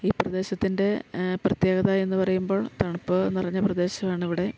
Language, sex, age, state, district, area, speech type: Malayalam, female, 45-60, Kerala, Idukki, rural, spontaneous